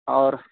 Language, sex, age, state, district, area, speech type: Urdu, male, 18-30, Uttar Pradesh, Saharanpur, urban, conversation